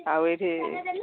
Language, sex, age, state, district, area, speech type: Odia, female, 45-60, Odisha, Gajapati, rural, conversation